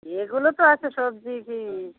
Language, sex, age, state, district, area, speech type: Bengali, female, 45-60, West Bengal, North 24 Parganas, rural, conversation